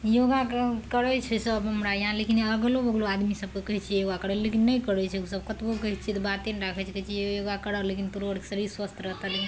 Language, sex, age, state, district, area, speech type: Maithili, female, 30-45, Bihar, Araria, rural, spontaneous